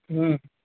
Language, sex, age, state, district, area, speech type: Bengali, male, 18-30, West Bengal, Darjeeling, urban, conversation